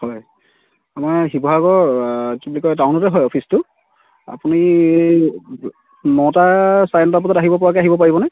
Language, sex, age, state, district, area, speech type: Assamese, male, 18-30, Assam, Sivasagar, rural, conversation